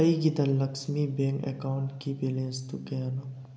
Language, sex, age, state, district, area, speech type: Manipuri, male, 18-30, Manipur, Thoubal, rural, read